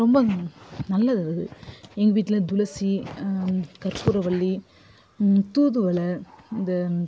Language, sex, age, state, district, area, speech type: Tamil, female, 30-45, Tamil Nadu, Kallakurichi, urban, spontaneous